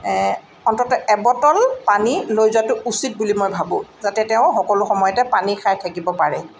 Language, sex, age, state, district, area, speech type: Assamese, female, 60+, Assam, Tinsukia, urban, spontaneous